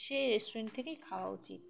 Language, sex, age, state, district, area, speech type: Bengali, female, 18-30, West Bengal, Dakshin Dinajpur, urban, spontaneous